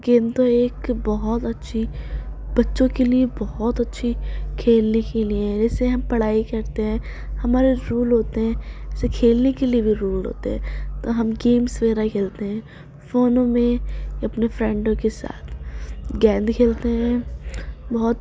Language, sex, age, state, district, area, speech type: Urdu, female, 18-30, Uttar Pradesh, Ghaziabad, urban, spontaneous